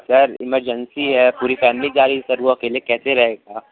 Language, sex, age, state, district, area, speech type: Hindi, male, 45-60, Uttar Pradesh, Sonbhadra, rural, conversation